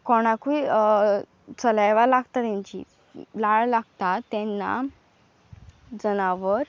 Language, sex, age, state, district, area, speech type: Goan Konkani, female, 18-30, Goa, Pernem, rural, spontaneous